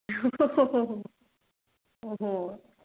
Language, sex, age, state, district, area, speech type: Marathi, male, 18-30, Maharashtra, Nagpur, urban, conversation